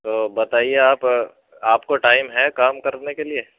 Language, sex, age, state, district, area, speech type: Urdu, male, 45-60, Uttar Pradesh, Gautam Buddha Nagar, rural, conversation